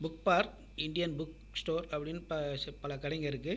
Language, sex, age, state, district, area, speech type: Tamil, male, 60+, Tamil Nadu, Viluppuram, rural, spontaneous